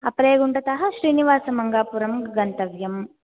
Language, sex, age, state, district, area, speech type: Sanskrit, female, 18-30, Andhra Pradesh, Visakhapatnam, urban, conversation